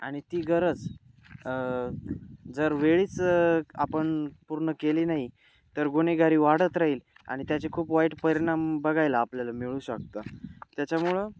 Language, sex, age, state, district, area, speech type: Marathi, male, 18-30, Maharashtra, Nashik, urban, spontaneous